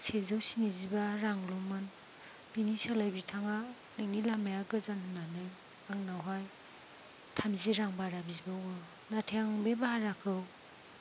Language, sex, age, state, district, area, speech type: Bodo, female, 18-30, Assam, Chirang, rural, spontaneous